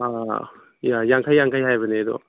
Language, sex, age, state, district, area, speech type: Manipuri, male, 30-45, Manipur, Kangpokpi, urban, conversation